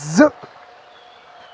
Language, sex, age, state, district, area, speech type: Kashmiri, male, 18-30, Jammu and Kashmir, Shopian, rural, read